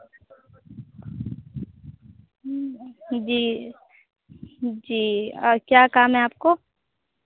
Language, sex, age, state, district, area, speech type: Hindi, female, 18-30, Bihar, Vaishali, rural, conversation